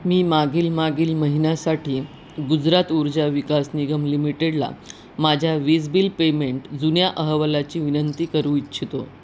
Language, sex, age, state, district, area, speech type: Marathi, female, 30-45, Maharashtra, Nanded, urban, read